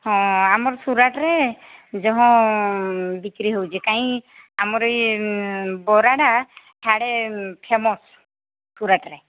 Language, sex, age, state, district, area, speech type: Odia, female, 45-60, Odisha, Sambalpur, rural, conversation